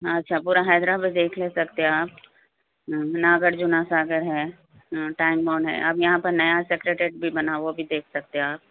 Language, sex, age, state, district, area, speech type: Urdu, female, 60+, Telangana, Hyderabad, urban, conversation